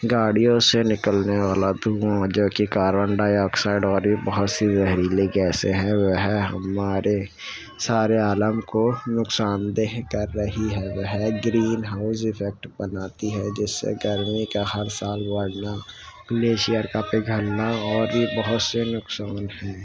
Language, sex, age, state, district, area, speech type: Urdu, male, 30-45, Uttar Pradesh, Gautam Buddha Nagar, urban, spontaneous